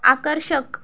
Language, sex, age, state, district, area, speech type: Marathi, female, 30-45, Maharashtra, Thane, urban, read